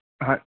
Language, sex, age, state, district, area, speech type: Punjabi, male, 18-30, Punjab, Fazilka, urban, conversation